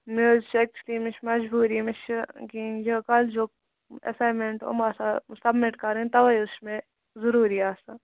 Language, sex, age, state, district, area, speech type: Kashmiri, female, 30-45, Jammu and Kashmir, Kupwara, rural, conversation